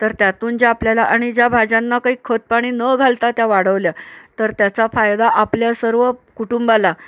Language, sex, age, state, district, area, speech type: Marathi, female, 45-60, Maharashtra, Nanded, rural, spontaneous